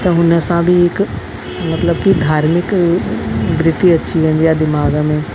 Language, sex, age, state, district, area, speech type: Sindhi, female, 45-60, Delhi, South Delhi, urban, spontaneous